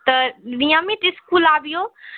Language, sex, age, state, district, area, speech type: Maithili, female, 18-30, Bihar, Saharsa, rural, conversation